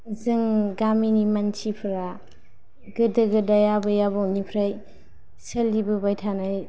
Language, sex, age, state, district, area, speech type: Bodo, female, 18-30, Assam, Kokrajhar, rural, spontaneous